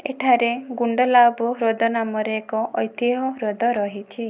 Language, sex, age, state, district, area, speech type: Odia, female, 45-60, Odisha, Kandhamal, rural, read